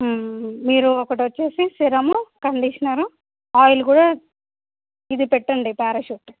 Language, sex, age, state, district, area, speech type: Telugu, female, 30-45, Andhra Pradesh, Annamaya, urban, conversation